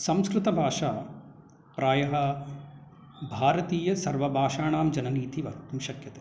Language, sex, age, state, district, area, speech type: Sanskrit, male, 45-60, Karnataka, Bangalore Urban, urban, spontaneous